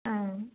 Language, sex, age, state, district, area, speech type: Tamil, female, 45-60, Tamil Nadu, Salem, rural, conversation